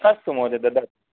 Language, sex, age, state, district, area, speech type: Sanskrit, male, 18-30, Rajasthan, Jodhpur, rural, conversation